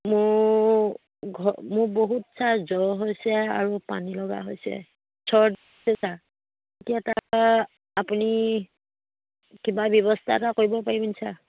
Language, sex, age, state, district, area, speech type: Assamese, female, 45-60, Assam, Dhemaji, rural, conversation